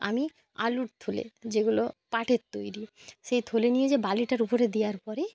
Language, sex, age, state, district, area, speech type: Bengali, female, 18-30, West Bengal, North 24 Parganas, rural, spontaneous